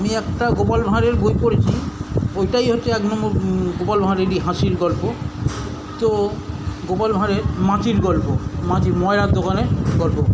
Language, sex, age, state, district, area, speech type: Bengali, male, 45-60, West Bengal, South 24 Parganas, urban, spontaneous